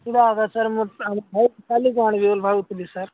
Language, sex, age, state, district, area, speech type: Odia, male, 45-60, Odisha, Nabarangpur, rural, conversation